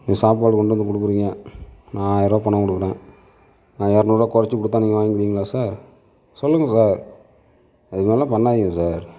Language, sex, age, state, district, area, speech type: Tamil, male, 60+, Tamil Nadu, Sivaganga, urban, spontaneous